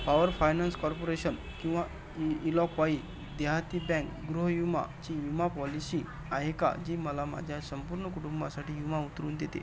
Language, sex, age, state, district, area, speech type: Marathi, male, 45-60, Maharashtra, Akola, rural, read